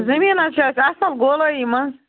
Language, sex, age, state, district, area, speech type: Kashmiri, female, 18-30, Jammu and Kashmir, Budgam, rural, conversation